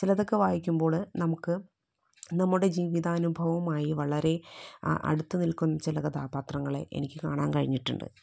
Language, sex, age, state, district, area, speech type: Malayalam, female, 30-45, Kerala, Ernakulam, rural, spontaneous